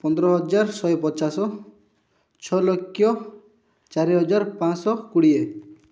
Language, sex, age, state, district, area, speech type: Odia, male, 18-30, Odisha, Rayagada, urban, spontaneous